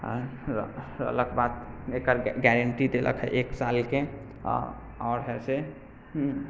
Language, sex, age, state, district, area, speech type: Maithili, male, 18-30, Bihar, Muzaffarpur, rural, spontaneous